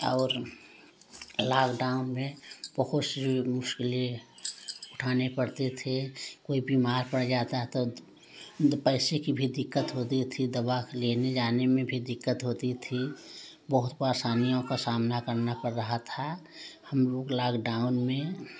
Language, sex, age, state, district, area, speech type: Hindi, female, 45-60, Uttar Pradesh, Prayagraj, rural, spontaneous